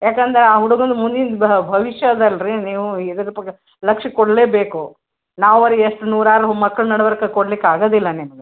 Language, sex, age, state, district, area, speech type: Kannada, female, 60+, Karnataka, Gulbarga, urban, conversation